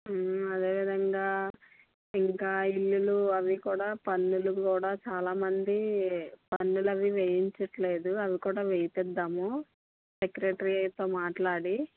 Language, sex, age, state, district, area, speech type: Telugu, female, 45-60, Telangana, Mancherial, rural, conversation